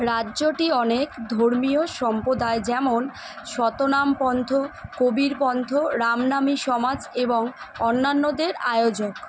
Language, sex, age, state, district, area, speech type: Bengali, female, 30-45, West Bengal, Kolkata, urban, read